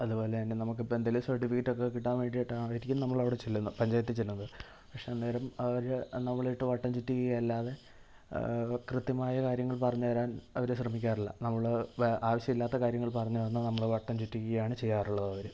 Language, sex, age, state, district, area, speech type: Malayalam, male, 18-30, Kerala, Wayanad, rural, spontaneous